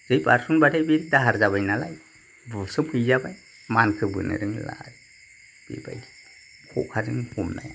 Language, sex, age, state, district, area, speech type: Bodo, male, 60+, Assam, Kokrajhar, urban, spontaneous